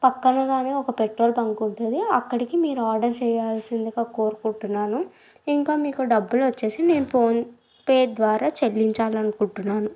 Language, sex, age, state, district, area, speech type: Telugu, female, 30-45, Andhra Pradesh, Krishna, urban, spontaneous